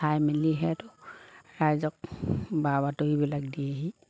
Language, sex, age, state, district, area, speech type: Assamese, female, 45-60, Assam, Lakhimpur, rural, spontaneous